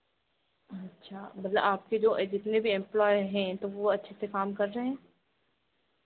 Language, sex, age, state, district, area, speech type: Hindi, female, 18-30, Madhya Pradesh, Harda, urban, conversation